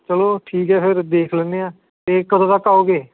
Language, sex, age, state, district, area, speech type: Punjabi, male, 18-30, Punjab, Gurdaspur, rural, conversation